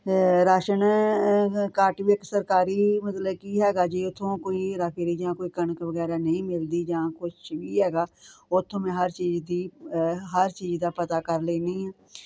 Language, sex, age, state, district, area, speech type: Punjabi, female, 45-60, Punjab, Gurdaspur, rural, spontaneous